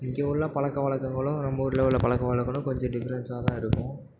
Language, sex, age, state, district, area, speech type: Tamil, male, 18-30, Tamil Nadu, Nagapattinam, rural, spontaneous